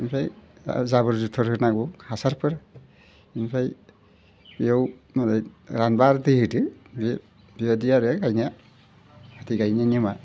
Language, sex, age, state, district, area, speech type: Bodo, male, 60+, Assam, Udalguri, rural, spontaneous